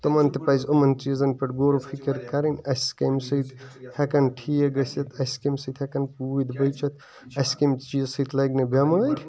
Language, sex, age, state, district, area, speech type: Kashmiri, male, 18-30, Jammu and Kashmir, Bandipora, rural, spontaneous